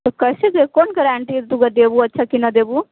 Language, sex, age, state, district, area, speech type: Maithili, female, 18-30, Bihar, Sitamarhi, rural, conversation